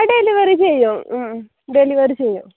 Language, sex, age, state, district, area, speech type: Malayalam, female, 18-30, Kerala, Palakkad, rural, conversation